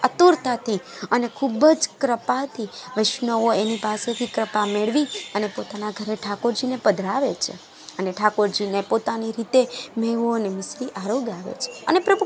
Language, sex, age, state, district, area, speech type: Gujarati, female, 30-45, Gujarat, Junagadh, urban, spontaneous